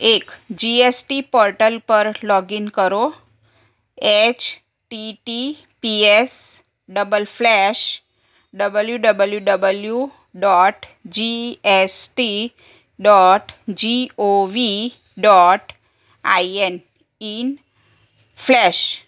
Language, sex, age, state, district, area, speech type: Gujarati, female, 45-60, Gujarat, Kheda, rural, spontaneous